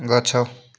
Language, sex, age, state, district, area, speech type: Odia, male, 18-30, Odisha, Kalahandi, rural, read